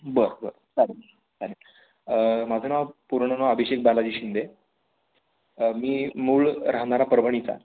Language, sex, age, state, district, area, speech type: Marathi, male, 18-30, Maharashtra, Pune, urban, conversation